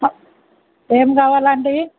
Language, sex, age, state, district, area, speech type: Telugu, female, 60+, Telangana, Hyderabad, urban, conversation